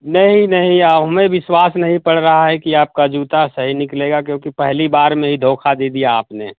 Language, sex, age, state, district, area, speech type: Hindi, male, 45-60, Uttar Pradesh, Mau, urban, conversation